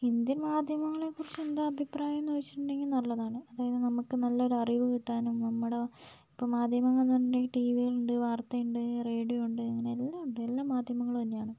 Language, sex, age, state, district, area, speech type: Malayalam, female, 30-45, Kerala, Wayanad, rural, spontaneous